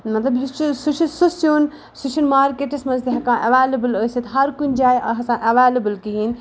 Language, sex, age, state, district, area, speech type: Kashmiri, female, 18-30, Jammu and Kashmir, Ganderbal, rural, spontaneous